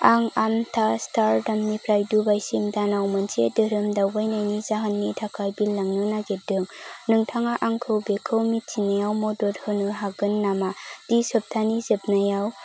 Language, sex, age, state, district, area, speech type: Bodo, female, 18-30, Assam, Kokrajhar, rural, read